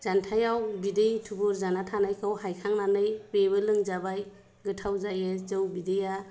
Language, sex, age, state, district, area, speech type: Bodo, female, 30-45, Assam, Kokrajhar, rural, spontaneous